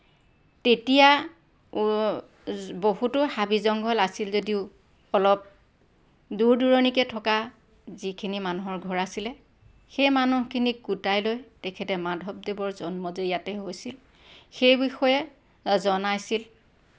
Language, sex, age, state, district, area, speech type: Assamese, female, 45-60, Assam, Lakhimpur, rural, spontaneous